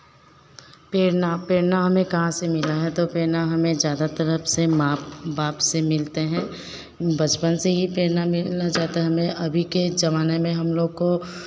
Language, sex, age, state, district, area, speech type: Hindi, female, 30-45, Bihar, Vaishali, urban, spontaneous